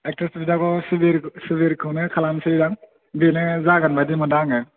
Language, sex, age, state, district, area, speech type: Bodo, male, 30-45, Assam, Chirang, urban, conversation